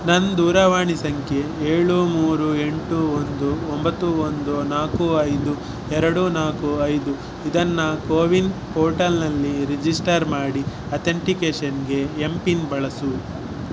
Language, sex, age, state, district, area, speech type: Kannada, male, 18-30, Karnataka, Shimoga, rural, read